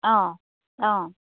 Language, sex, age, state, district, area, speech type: Assamese, female, 30-45, Assam, Dibrugarh, urban, conversation